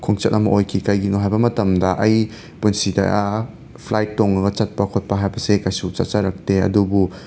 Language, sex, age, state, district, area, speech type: Manipuri, male, 30-45, Manipur, Imphal West, urban, spontaneous